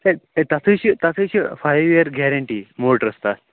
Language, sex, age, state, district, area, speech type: Kashmiri, male, 30-45, Jammu and Kashmir, Kupwara, rural, conversation